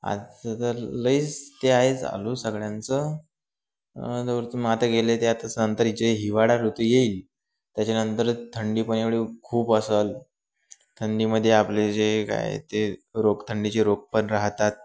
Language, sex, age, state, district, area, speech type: Marathi, male, 18-30, Maharashtra, Wardha, urban, spontaneous